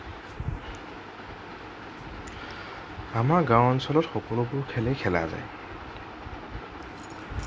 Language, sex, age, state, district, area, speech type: Assamese, male, 18-30, Assam, Nagaon, rural, spontaneous